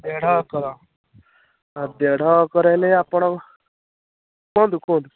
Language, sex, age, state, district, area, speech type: Odia, male, 18-30, Odisha, Puri, urban, conversation